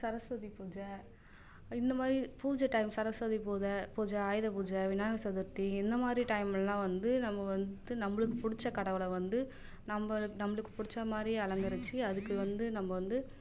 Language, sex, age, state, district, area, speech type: Tamil, female, 18-30, Tamil Nadu, Cuddalore, rural, spontaneous